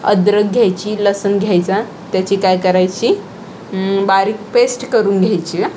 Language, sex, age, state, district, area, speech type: Marathi, female, 18-30, Maharashtra, Aurangabad, rural, spontaneous